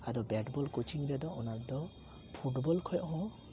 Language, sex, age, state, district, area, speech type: Santali, male, 18-30, West Bengal, Uttar Dinajpur, rural, spontaneous